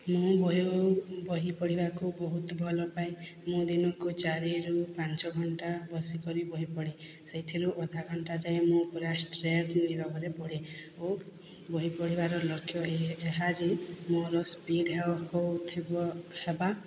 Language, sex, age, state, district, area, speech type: Odia, female, 45-60, Odisha, Boudh, rural, spontaneous